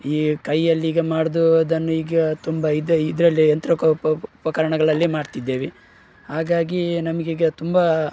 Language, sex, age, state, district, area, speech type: Kannada, male, 30-45, Karnataka, Udupi, rural, spontaneous